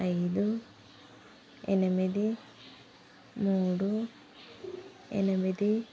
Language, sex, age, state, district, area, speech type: Telugu, female, 30-45, Telangana, Adilabad, rural, read